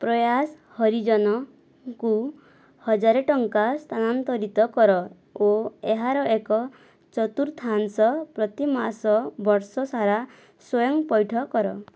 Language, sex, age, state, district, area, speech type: Odia, female, 60+, Odisha, Boudh, rural, read